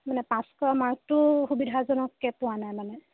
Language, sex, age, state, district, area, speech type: Assamese, female, 18-30, Assam, Sivasagar, rural, conversation